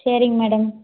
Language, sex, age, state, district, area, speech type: Tamil, female, 18-30, Tamil Nadu, Tiruppur, rural, conversation